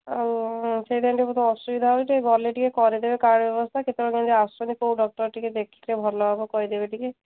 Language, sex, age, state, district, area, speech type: Odia, female, 45-60, Odisha, Angul, rural, conversation